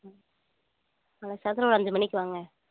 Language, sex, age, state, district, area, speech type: Tamil, female, 30-45, Tamil Nadu, Coimbatore, rural, conversation